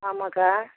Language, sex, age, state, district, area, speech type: Tamil, female, 30-45, Tamil Nadu, Nilgiris, rural, conversation